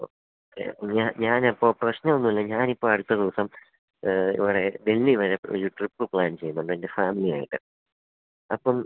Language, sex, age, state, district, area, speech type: Malayalam, male, 18-30, Kerala, Idukki, rural, conversation